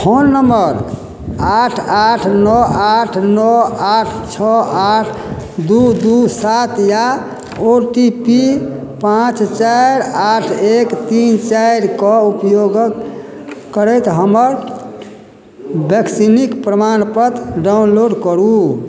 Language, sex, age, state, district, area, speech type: Maithili, male, 60+, Bihar, Madhubani, rural, read